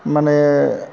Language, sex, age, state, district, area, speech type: Bodo, male, 45-60, Assam, Chirang, urban, spontaneous